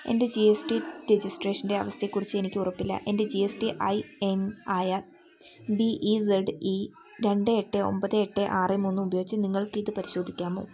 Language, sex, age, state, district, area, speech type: Malayalam, female, 18-30, Kerala, Wayanad, rural, read